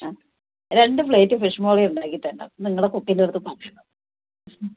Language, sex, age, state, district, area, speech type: Malayalam, female, 60+, Kerala, Palakkad, rural, conversation